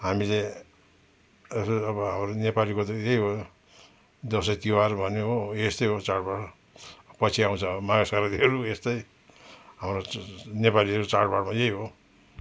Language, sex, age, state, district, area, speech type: Nepali, male, 60+, West Bengal, Darjeeling, rural, spontaneous